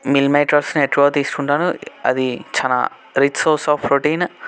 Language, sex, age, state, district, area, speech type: Telugu, male, 18-30, Telangana, Medchal, urban, spontaneous